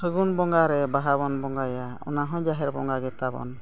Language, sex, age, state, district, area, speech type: Santali, female, 60+, Odisha, Mayurbhanj, rural, spontaneous